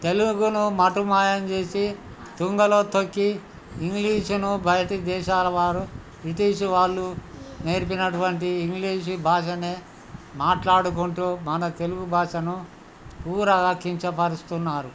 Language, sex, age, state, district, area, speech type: Telugu, male, 60+, Telangana, Hanamkonda, rural, spontaneous